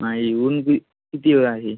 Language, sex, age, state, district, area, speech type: Marathi, male, 18-30, Maharashtra, Washim, urban, conversation